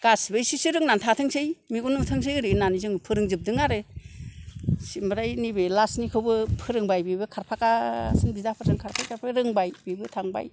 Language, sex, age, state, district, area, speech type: Bodo, female, 60+, Assam, Kokrajhar, rural, spontaneous